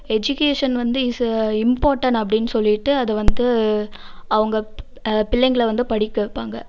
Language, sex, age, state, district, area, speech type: Tamil, female, 18-30, Tamil Nadu, Namakkal, rural, spontaneous